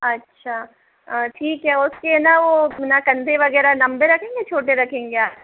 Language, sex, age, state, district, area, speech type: Hindi, female, 60+, Rajasthan, Jaipur, urban, conversation